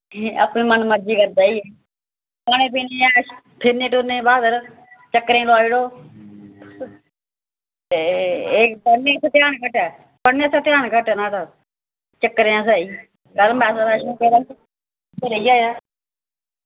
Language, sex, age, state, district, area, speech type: Dogri, female, 30-45, Jammu and Kashmir, Samba, rural, conversation